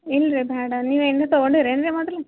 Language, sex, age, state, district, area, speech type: Kannada, female, 18-30, Karnataka, Gulbarga, urban, conversation